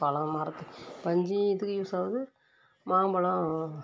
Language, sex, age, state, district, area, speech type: Tamil, female, 30-45, Tamil Nadu, Tirupattur, rural, spontaneous